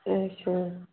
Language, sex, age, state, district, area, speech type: Dogri, female, 18-30, Jammu and Kashmir, Jammu, rural, conversation